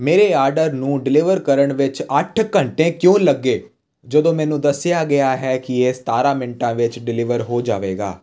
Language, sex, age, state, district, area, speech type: Punjabi, male, 18-30, Punjab, Jalandhar, urban, read